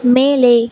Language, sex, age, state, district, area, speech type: Tamil, female, 18-30, Tamil Nadu, Sivaganga, rural, read